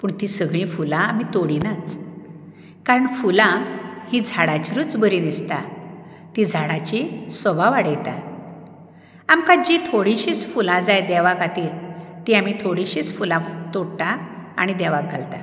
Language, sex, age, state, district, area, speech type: Goan Konkani, female, 45-60, Goa, Ponda, rural, spontaneous